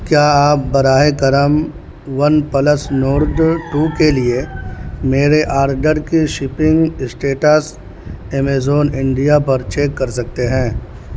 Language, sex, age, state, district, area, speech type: Urdu, male, 18-30, Bihar, Purnia, rural, read